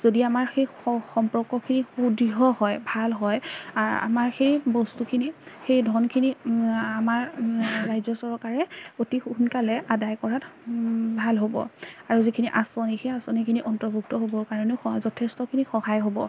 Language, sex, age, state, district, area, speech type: Assamese, female, 18-30, Assam, Majuli, urban, spontaneous